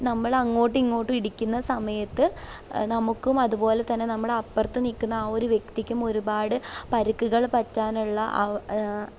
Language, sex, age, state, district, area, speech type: Malayalam, female, 18-30, Kerala, Pathanamthitta, urban, spontaneous